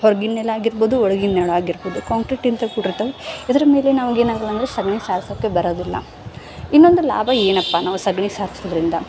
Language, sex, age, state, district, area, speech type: Kannada, female, 18-30, Karnataka, Gadag, rural, spontaneous